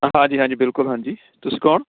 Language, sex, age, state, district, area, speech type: Punjabi, male, 30-45, Punjab, Shaheed Bhagat Singh Nagar, urban, conversation